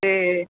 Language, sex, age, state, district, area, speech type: Punjabi, female, 45-60, Punjab, Gurdaspur, urban, conversation